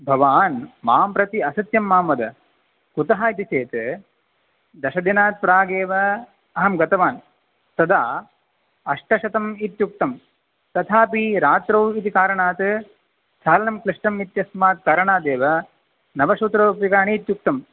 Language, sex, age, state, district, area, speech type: Sanskrit, male, 18-30, Tamil Nadu, Chennai, urban, conversation